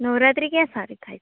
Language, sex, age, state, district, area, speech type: Gujarati, female, 30-45, Gujarat, Narmada, rural, conversation